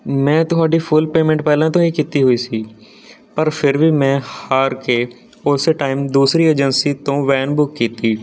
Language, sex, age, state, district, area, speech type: Punjabi, male, 18-30, Punjab, Patiala, rural, spontaneous